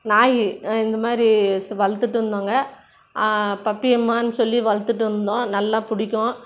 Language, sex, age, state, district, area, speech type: Tamil, female, 60+, Tamil Nadu, Krishnagiri, rural, spontaneous